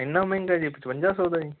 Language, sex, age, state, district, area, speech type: Punjabi, male, 18-30, Punjab, Fazilka, rural, conversation